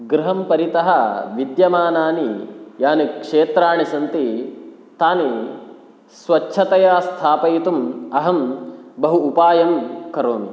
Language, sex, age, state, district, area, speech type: Sanskrit, male, 18-30, Kerala, Kasaragod, rural, spontaneous